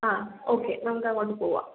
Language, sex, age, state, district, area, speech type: Malayalam, female, 18-30, Kerala, Kannur, urban, conversation